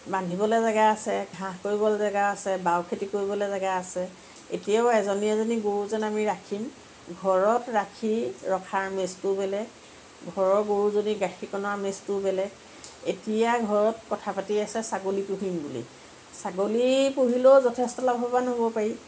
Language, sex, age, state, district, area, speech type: Assamese, female, 45-60, Assam, Lakhimpur, rural, spontaneous